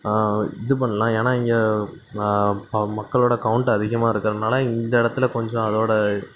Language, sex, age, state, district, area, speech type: Tamil, male, 18-30, Tamil Nadu, Thoothukudi, rural, spontaneous